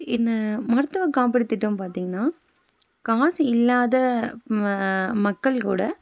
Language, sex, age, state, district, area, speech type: Tamil, female, 18-30, Tamil Nadu, Nilgiris, rural, spontaneous